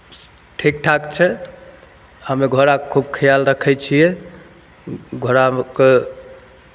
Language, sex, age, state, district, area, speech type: Maithili, male, 30-45, Bihar, Begusarai, urban, spontaneous